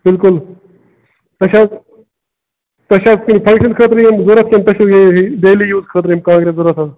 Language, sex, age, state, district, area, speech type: Kashmiri, male, 30-45, Jammu and Kashmir, Bandipora, rural, conversation